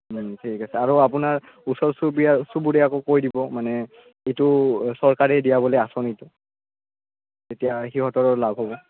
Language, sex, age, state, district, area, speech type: Assamese, male, 18-30, Assam, Udalguri, rural, conversation